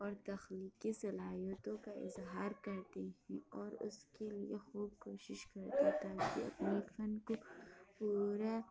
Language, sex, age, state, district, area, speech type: Urdu, female, 60+, Uttar Pradesh, Lucknow, urban, spontaneous